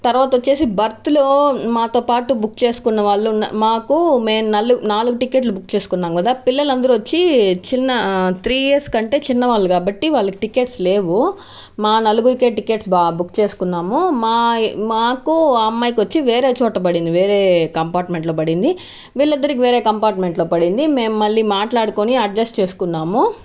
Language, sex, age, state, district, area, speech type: Telugu, female, 60+, Andhra Pradesh, Chittoor, rural, spontaneous